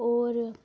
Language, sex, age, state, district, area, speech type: Dogri, female, 18-30, Jammu and Kashmir, Reasi, rural, spontaneous